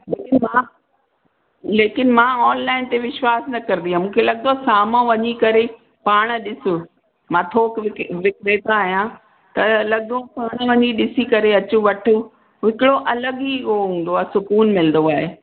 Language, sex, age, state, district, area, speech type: Sindhi, female, 45-60, Uttar Pradesh, Lucknow, urban, conversation